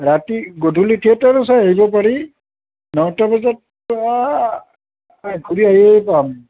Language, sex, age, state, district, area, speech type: Assamese, male, 60+, Assam, Nalbari, rural, conversation